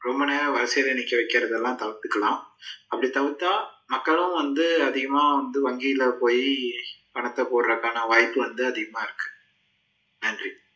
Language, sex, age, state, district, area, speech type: Tamil, male, 30-45, Tamil Nadu, Tiruppur, rural, spontaneous